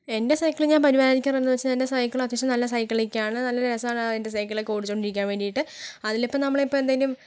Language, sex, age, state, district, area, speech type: Malayalam, female, 45-60, Kerala, Wayanad, rural, spontaneous